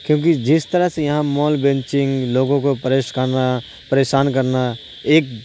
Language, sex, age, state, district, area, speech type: Urdu, male, 30-45, Bihar, Supaul, urban, spontaneous